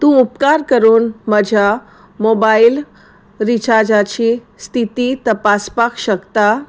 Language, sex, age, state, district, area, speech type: Goan Konkani, female, 30-45, Goa, Salcete, rural, read